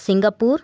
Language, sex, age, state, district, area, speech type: Sanskrit, female, 18-30, Karnataka, Gadag, urban, spontaneous